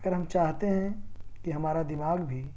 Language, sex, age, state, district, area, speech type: Urdu, male, 18-30, Delhi, South Delhi, urban, spontaneous